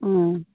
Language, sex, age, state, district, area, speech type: Assamese, female, 60+, Assam, Dibrugarh, rural, conversation